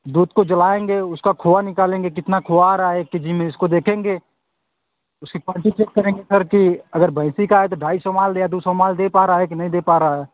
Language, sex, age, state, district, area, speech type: Hindi, male, 18-30, Uttar Pradesh, Azamgarh, rural, conversation